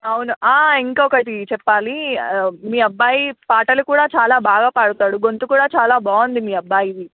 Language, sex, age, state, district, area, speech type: Telugu, female, 18-30, Telangana, Hyderabad, urban, conversation